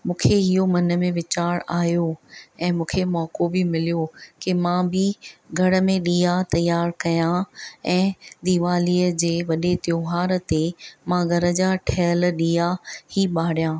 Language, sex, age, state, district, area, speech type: Sindhi, female, 45-60, Maharashtra, Thane, urban, spontaneous